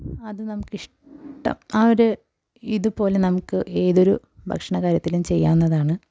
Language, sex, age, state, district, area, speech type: Malayalam, female, 18-30, Kerala, Kasaragod, rural, spontaneous